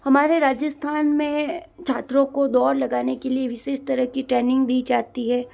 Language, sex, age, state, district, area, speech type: Hindi, female, 60+, Rajasthan, Jodhpur, urban, spontaneous